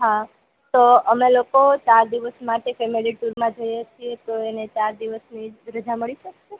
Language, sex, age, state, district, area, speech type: Gujarati, female, 18-30, Gujarat, Junagadh, rural, conversation